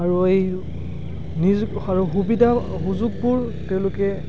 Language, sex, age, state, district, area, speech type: Assamese, male, 18-30, Assam, Barpeta, rural, spontaneous